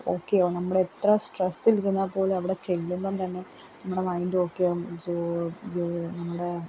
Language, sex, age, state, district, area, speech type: Malayalam, female, 18-30, Kerala, Kollam, rural, spontaneous